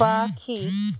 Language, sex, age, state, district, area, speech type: Bengali, female, 60+, West Bengal, Paschim Medinipur, rural, read